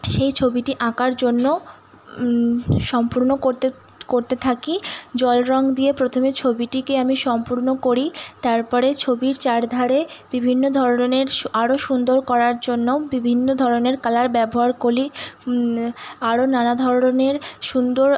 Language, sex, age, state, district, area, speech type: Bengali, female, 18-30, West Bengal, Howrah, urban, spontaneous